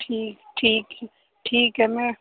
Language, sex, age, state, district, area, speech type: Hindi, male, 18-30, Bihar, Darbhanga, rural, conversation